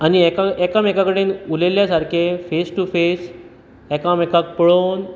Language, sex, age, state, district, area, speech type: Goan Konkani, male, 30-45, Goa, Bardez, rural, spontaneous